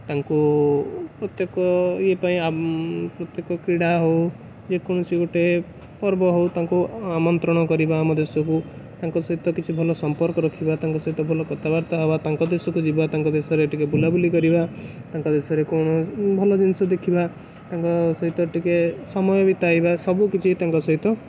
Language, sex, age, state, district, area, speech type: Odia, male, 18-30, Odisha, Cuttack, urban, spontaneous